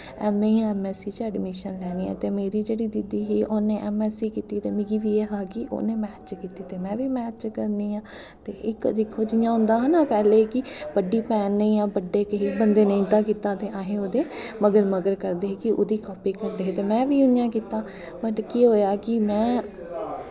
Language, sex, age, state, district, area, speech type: Dogri, female, 18-30, Jammu and Kashmir, Kathua, urban, spontaneous